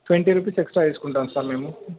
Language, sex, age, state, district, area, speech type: Telugu, male, 18-30, Telangana, Medchal, urban, conversation